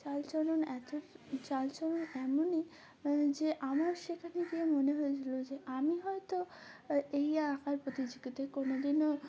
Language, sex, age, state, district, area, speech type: Bengali, female, 18-30, West Bengal, Uttar Dinajpur, urban, spontaneous